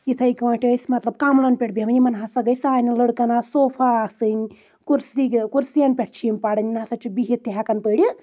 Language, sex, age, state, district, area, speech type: Kashmiri, female, 18-30, Jammu and Kashmir, Anantnag, rural, spontaneous